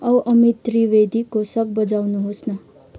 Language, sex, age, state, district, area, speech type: Nepali, female, 18-30, West Bengal, Kalimpong, rural, read